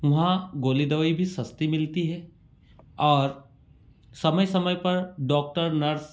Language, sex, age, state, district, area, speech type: Hindi, male, 30-45, Madhya Pradesh, Ujjain, rural, spontaneous